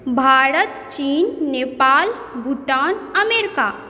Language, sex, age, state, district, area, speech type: Maithili, female, 18-30, Bihar, Supaul, rural, spontaneous